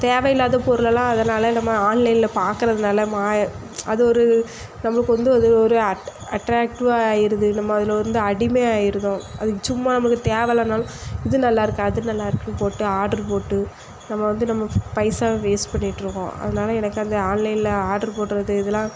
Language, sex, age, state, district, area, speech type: Tamil, female, 18-30, Tamil Nadu, Thoothukudi, rural, spontaneous